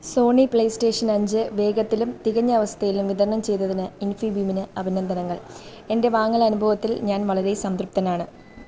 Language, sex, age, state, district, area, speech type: Malayalam, female, 18-30, Kerala, Kottayam, rural, read